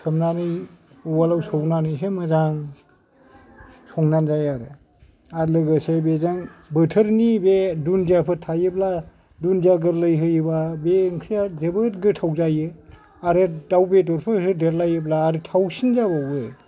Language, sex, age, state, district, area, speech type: Bodo, male, 60+, Assam, Kokrajhar, urban, spontaneous